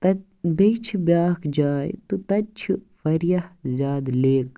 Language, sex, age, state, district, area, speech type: Kashmiri, male, 45-60, Jammu and Kashmir, Baramulla, rural, spontaneous